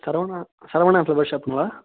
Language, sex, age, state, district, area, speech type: Tamil, male, 30-45, Tamil Nadu, Tiruvarur, urban, conversation